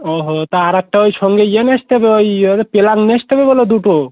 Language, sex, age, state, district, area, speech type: Bengali, male, 18-30, West Bengal, Uttar Dinajpur, urban, conversation